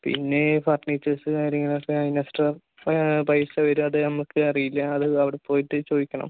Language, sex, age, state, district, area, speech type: Malayalam, male, 18-30, Kerala, Palakkad, rural, conversation